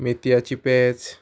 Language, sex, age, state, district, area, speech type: Goan Konkani, male, 18-30, Goa, Murmgao, urban, spontaneous